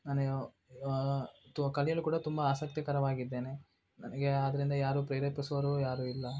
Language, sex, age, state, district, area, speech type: Kannada, male, 18-30, Karnataka, Bangalore Rural, urban, spontaneous